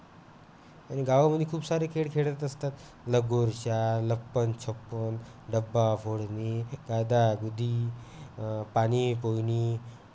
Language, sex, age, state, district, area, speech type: Marathi, male, 18-30, Maharashtra, Amravati, rural, spontaneous